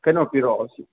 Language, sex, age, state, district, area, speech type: Manipuri, male, 18-30, Manipur, Kakching, rural, conversation